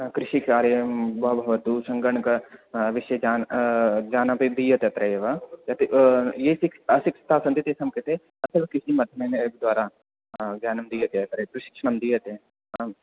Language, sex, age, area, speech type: Sanskrit, male, 18-30, rural, conversation